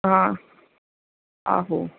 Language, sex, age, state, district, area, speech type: Dogri, female, 30-45, Jammu and Kashmir, Jammu, urban, conversation